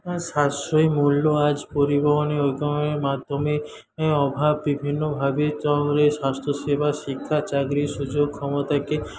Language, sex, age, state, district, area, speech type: Bengali, male, 18-30, West Bengal, Paschim Medinipur, rural, spontaneous